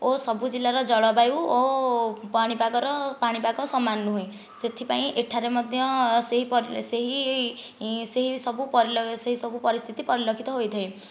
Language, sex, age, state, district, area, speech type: Odia, female, 30-45, Odisha, Nayagarh, rural, spontaneous